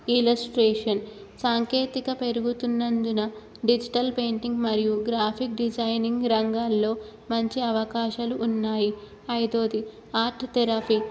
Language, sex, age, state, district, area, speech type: Telugu, female, 18-30, Telangana, Ranga Reddy, urban, spontaneous